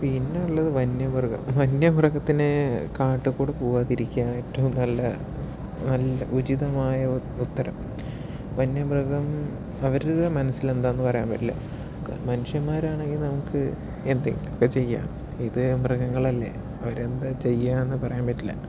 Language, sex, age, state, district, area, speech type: Malayalam, male, 30-45, Kerala, Palakkad, rural, spontaneous